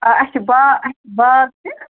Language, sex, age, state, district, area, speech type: Kashmiri, female, 45-60, Jammu and Kashmir, Ganderbal, rural, conversation